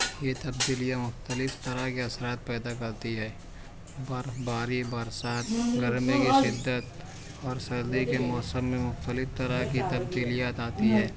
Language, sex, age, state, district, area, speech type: Urdu, male, 18-30, Maharashtra, Nashik, rural, spontaneous